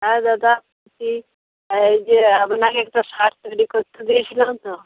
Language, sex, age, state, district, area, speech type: Bengali, female, 30-45, West Bengal, Uttar Dinajpur, rural, conversation